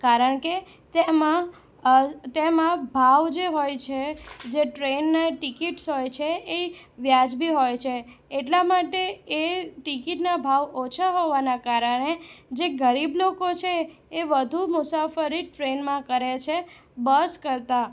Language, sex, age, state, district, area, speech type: Gujarati, female, 18-30, Gujarat, Anand, rural, spontaneous